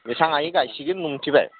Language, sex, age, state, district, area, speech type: Bodo, male, 30-45, Assam, Udalguri, rural, conversation